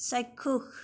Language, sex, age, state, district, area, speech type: Assamese, female, 60+, Assam, Charaideo, urban, read